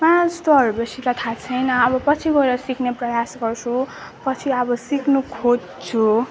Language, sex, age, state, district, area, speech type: Nepali, female, 18-30, West Bengal, Darjeeling, rural, spontaneous